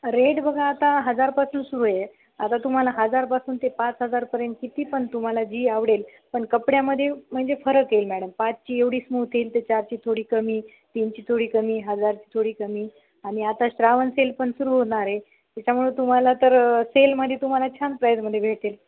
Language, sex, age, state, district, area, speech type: Marathi, female, 30-45, Maharashtra, Nanded, urban, conversation